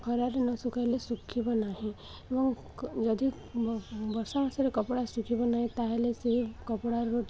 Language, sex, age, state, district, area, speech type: Odia, female, 18-30, Odisha, Balangir, urban, spontaneous